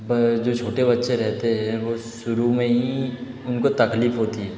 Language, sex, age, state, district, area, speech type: Hindi, male, 18-30, Madhya Pradesh, Betul, urban, spontaneous